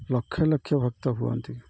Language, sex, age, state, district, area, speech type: Odia, male, 45-60, Odisha, Jagatsinghpur, urban, spontaneous